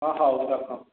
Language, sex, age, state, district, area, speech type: Odia, male, 45-60, Odisha, Khordha, rural, conversation